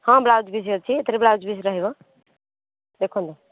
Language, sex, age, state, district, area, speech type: Odia, female, 30-45, Odisha, Nayagarh, rural, conversation